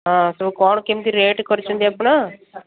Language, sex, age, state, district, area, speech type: Odia, female, 60+, Odisha, Gajapati, rural, conversation